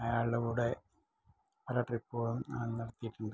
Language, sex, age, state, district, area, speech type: Malayalam, male, 60+, Kerala, Malappuram, rural, spontaneous